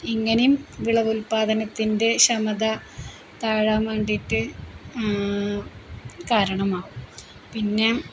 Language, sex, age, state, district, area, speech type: Malayalam, female, 30-45, Kerala, Palakkad, rural, spontaneous